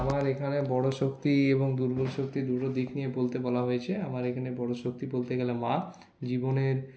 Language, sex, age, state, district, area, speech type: Bengali, male, 60+, West Bengal, Paschim Bardhaman, urban, spontaneous